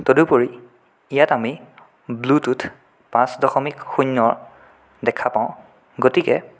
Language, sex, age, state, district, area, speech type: Assamese, male, 18-30, Assam, Sonitpur, rural, spontaneous